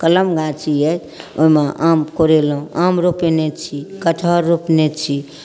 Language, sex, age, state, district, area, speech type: Maithili, female, 60+, Bihar, Darbhanga, urban, spontaneous